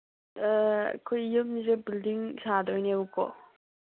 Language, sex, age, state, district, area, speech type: Manipuri, female, 18-30, Manipur, Senapati, rural, conversation